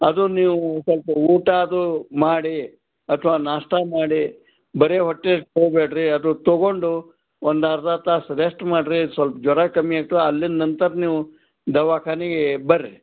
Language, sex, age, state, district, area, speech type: Kannada, male, 60+, Karnataka, Gulbarga, urban, conversation